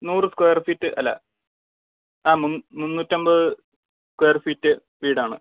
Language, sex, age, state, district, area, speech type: Malayalam, male, 18-30, Kerala, Thiruvananthapuram, urban, conversation